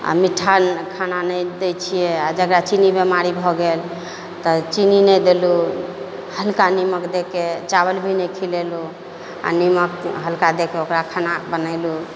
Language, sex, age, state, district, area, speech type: Maithili, female, 45-60, Bihar, Purnia, rural, spontaneous